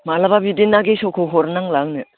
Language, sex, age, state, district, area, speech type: Bodo, female, 60+, Assam, Udalguri, rural, conversation